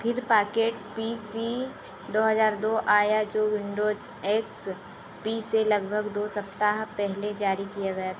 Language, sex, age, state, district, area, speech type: Hindi, female, 18-30, Madhya Pradesh, Harda, urban, read